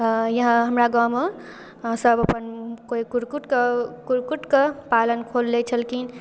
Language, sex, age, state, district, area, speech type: Maithili, female, 18-30, Bihar, Darbhanga, rural, spontaneous